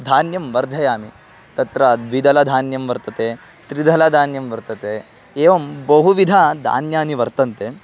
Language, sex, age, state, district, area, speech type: Sanskrit, male, 18-30, Karnataka, Bangalore Rural, rural, spontaneous